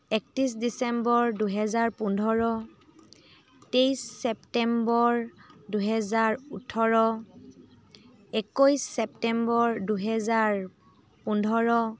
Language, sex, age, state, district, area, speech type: Assamese, female, 30-45, Assam, Dibrugarh, rural, spontaneous